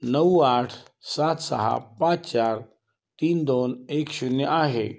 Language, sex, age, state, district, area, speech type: Marathi, male, 60+, Maharashtra, Kolhapur, urban, read